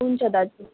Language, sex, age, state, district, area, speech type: Nepali, female, 18-30, West Bengal, Darjeeling, rural, conversation